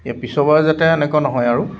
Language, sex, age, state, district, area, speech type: Assamese, male, 60+, Assam, Dibrugarh, urban, spontaneous